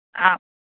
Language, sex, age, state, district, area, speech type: Tamil, female, 45-60, Tamil Nadu, Namakkal, rural, conversation